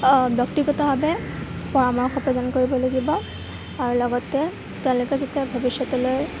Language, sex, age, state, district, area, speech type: Assamese, female, 18-30, Assam, Kamrup Metropolitan, rural, spontaneous